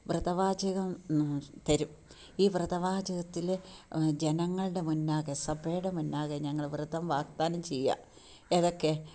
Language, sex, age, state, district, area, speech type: Malayalam, female, 60+, Kerala, Kollam, rural, spontaneous